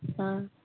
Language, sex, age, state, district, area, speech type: Manipuri, female, 30-45, Manipur, Kakching, rural, conversation